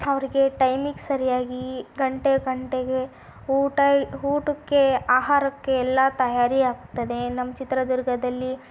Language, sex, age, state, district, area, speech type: Kannada, female, 18-30, Karnataka, Chitradurga, rural, spontaneous